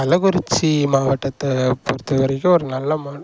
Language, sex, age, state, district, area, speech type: Tamil, male, 18-30, Tamil Nadu, Kallakurichi, rural, spontaneous